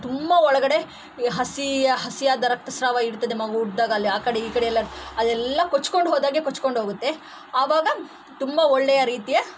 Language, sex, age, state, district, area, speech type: Kannada, female, 30-45, Karnataka, Udupi, rural, spontaneous